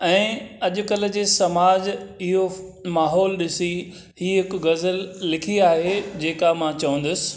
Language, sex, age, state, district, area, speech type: Sindhi, male, 60+, Maharashtra, Thane, urban, spontaneous